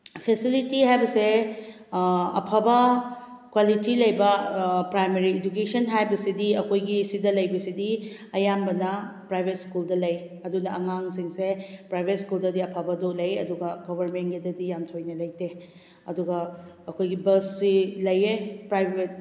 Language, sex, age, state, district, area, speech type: Manipuri, female, 30-45, Manipur, Kakching, rural, spontaneous